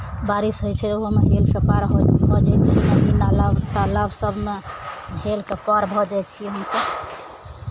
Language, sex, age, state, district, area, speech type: Maithili, female, 30-45, Bihar, Araria, urban, spontaneous